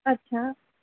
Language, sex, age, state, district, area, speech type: Marathi, female, 18-30, Maharashtra, Jalna, rural, conversation